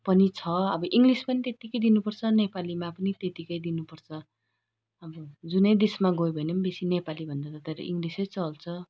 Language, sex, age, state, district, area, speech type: Nepali, female, 30-45, West Bengal, Darjeeling, rural, spontaneous